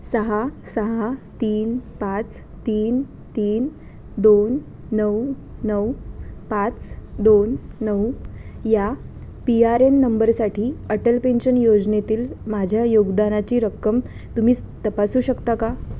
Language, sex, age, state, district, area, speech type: Marathi, female, 18-30, Maharashtra, Pune, urban, read